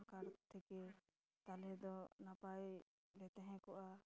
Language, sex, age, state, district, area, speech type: Santali, female, 30-45, West Bengal, Dakshin Dinajpur, rural, spontaneous